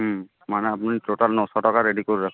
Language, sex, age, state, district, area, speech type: Bengali, male, 18-30, West Bengal, Uttar Dinajpur, urban, conversation